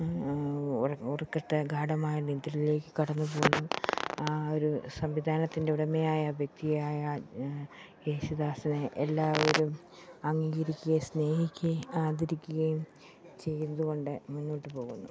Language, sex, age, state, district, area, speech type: Malayalam, female, 45-60, Kerala, Pathanamthitta, rural, spontaneous